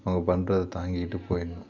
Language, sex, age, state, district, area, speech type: Tamil, male, 30-45, Tamil Nadu, Tiruchirappalli, rural, spontaneous